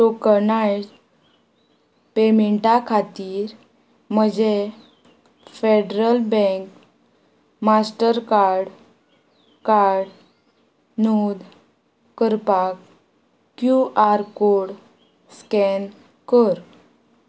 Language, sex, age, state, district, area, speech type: Goan Konkani, female, 18-30, Goa, Ponda, rural, read